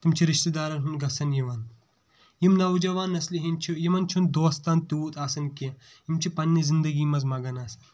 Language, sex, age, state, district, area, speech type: Kashmiri, male, 18-30, Jammu and Kashmir, Kulgam, urban, spontaneous